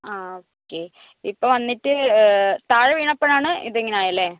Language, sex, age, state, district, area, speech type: Malayalam, female, 45-60, Kerala, Kozhikode, urban, conversation